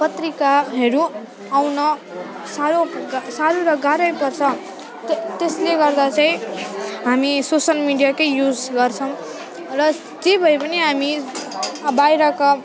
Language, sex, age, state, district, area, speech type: Nepali, female, 18-30, West Bengal, Alipurduar, urban, spontaneous